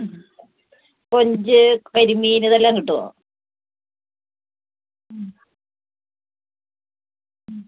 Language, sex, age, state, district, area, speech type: Malayalam, female, 60+, Kerala, Palakkad, rural, conversation